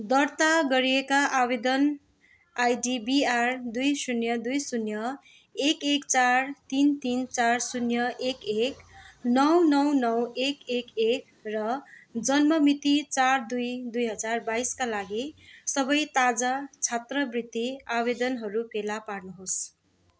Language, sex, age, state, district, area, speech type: Nepali, female, 60+, West Bengal, Kalimpong, rural, read